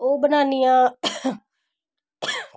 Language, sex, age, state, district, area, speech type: Dogri, female, 30-45, Jammu and Kashmir, Samba, urban, spontaneous